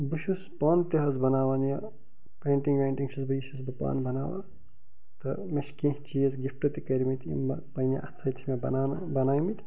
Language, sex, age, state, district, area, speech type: Kashmiri, male, 30-45, Jammu and Kashmir, Bandipora, rural, spontaneous